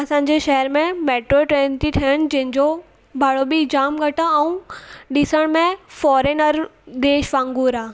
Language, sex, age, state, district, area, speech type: Sindhi, female, 18-30, Gujarat, Surat, urban, spontaneous